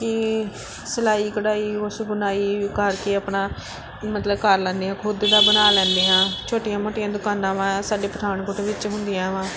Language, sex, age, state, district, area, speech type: Punjabi, female, 30-45, Punjab, Pathankot, urban, spontaneous